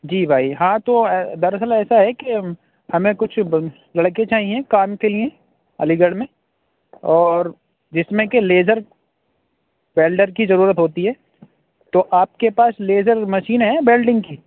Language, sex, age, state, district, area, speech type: Urdu, male, 30-45, Uttar Pradesh, Aligarh, urban, conversation